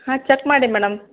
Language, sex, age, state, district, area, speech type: Kannada, female, 30-45, Karnataka, Gulbarga, urban, conversation